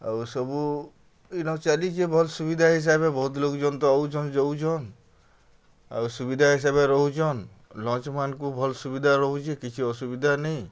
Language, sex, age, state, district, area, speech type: Odia, male, 45-60, Odisha, Bargarh, rural, spontaneous